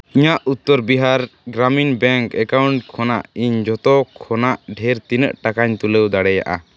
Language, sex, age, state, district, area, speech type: Santali, male, 18-30, West Bengal, Jhargram, rural, read